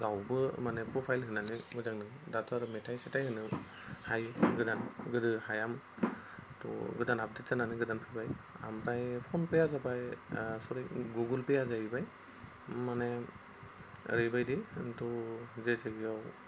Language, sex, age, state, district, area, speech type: Bodo, male, 30-45, Assam, Goalpara, rural, spontaneous